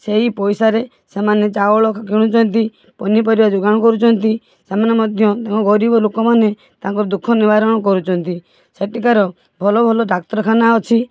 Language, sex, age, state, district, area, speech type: Odia, female, 45-60, Odisha, Balasore, rural, spontaneous